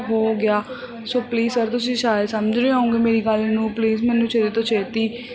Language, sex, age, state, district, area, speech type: Punjabi, female, 18-30, Punjab, Barnala, urban, spontaneous